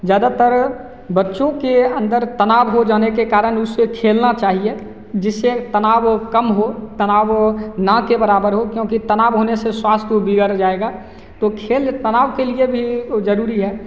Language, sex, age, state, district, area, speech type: Hindi, male, 18-30, Bihar, Begusarai, rural, spontaneous